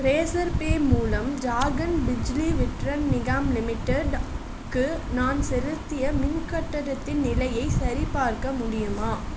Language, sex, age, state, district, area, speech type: Tamil, female, 18-30, Tamil Nadu, Chengalpattu, urban, read